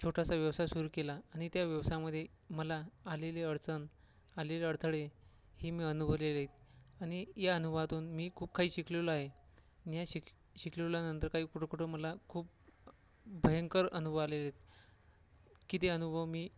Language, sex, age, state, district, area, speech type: Marathi, male, 30-45, Maharashtra, Akola, urban, spontaneous